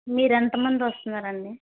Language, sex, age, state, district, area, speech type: Telugu, female, 18-30, Andhra Pradesh, Vizianagaram, rural, conversation